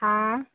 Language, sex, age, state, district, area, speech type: Dogri, female, 30-45, Jammu and Kashmir, Udhampur, urban, conversation